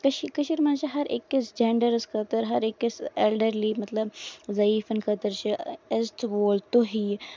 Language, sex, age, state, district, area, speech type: Kashmiri, female, 18-30, Jammu and Kashmir, Baramulla, rural, spontaneous